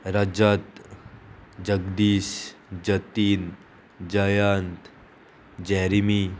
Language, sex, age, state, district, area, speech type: Goan Konkani, female, 18-30, Goa, Murmgao, urban, spontaneous